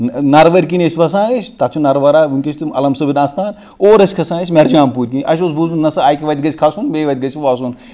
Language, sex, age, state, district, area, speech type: Kashmiri, male, 30-45, Jammu and Kashmir, Srinagar, rural, spontaneous